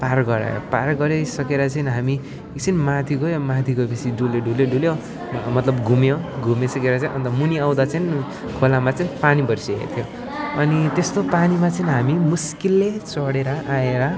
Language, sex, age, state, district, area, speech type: Nepali, male, 18-30, West Bengal, Alipurduar, urban, spontaneous